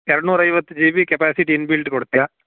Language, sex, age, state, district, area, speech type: Kannada, male, 30-45, Karnataka, Uttara Kannada, rural, conversation